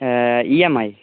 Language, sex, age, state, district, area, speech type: Dogri, male, 18-30, Jammu and Kashmir, Udhampur, rural, conversation